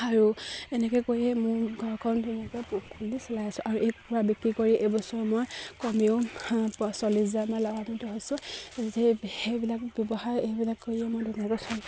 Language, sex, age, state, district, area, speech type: Assamese, female, 30-45, Assam, Charaideo, rural, spontaneous